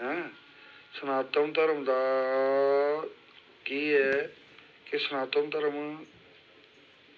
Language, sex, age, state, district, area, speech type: Dogri, male, 45-60, Jammu and Kashmir, Samba, rural, spontaneous